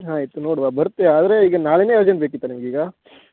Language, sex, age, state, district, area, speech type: Kannada, male, 18-30, Karnataka, Uttara Kannada, rural, conversation